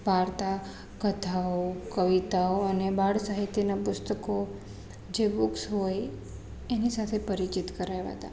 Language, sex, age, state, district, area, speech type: Gujarati, female, 30-45, Gujarat, Rajkot, urban, spontaneous